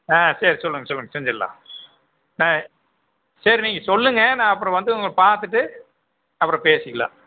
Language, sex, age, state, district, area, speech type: Tamil, male, 60+, Tamil Nadu, Erode, rural, conversation